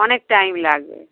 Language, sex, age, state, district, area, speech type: Bengali, female, 60+, West Bengal, Dakshin Dinajpur, rural, conversation